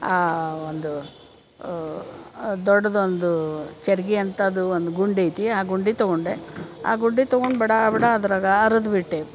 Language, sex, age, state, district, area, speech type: Kannada, female, 60+, Karnataka, Gadag, rural, spontaneous